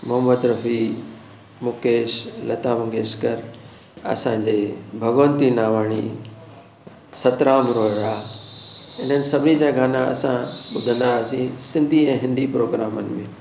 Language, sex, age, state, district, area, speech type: Sindhi, male, 60+, Maharashtra, Thane, urban, spontaneous